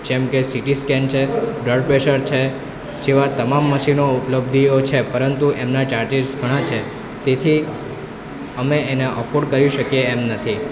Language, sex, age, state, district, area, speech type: Gujarati, male, 18-30, Gujarat, Valsad, rural, spontaneous